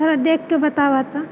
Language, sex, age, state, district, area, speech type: Maithili, female, 30-45, Bihar, Purnia, rural, spontaneous